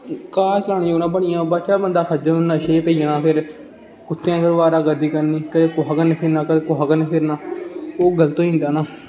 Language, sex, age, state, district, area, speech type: Dogri, male, 18-30, Jammu and Kashmir, Samba, rural, spontaneous